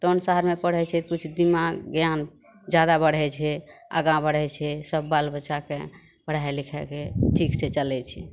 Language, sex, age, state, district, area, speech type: Maithili, female, 30-45, Bihar, Madhepura, rural, spontaneous